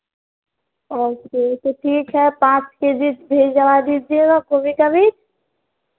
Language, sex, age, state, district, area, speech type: Hindi, female, 18-30, Bihar, Vaishali, rural, conversation